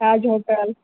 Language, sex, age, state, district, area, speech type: Urdu, female, 18-30, Uttar Pradesh, Balrampur, rural, conversation